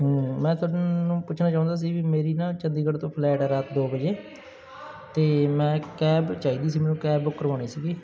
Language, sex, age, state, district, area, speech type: Punjabi, male, 30-45, Punjab, Bathinda, urban, spontaneous